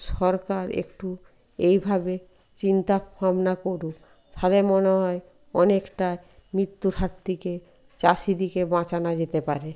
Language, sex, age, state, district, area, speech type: Bengali, female, 60+, West Bengal, Purba Medinipur, rural, spontaneous